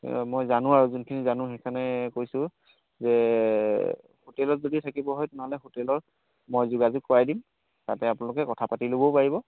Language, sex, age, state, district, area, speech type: Assamese, male, 30-45, Assam, Sivasagar, rural, conversation